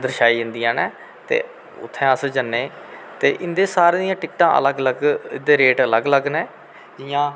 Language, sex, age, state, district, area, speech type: Dogri, male, 45-60, Jammu and Kashmir, Kathua, rural, spontaneous